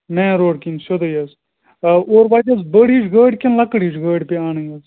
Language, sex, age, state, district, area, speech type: Kashmiri, male, 18-30, Jammu and Kashmir, Bandipora, rural, conversation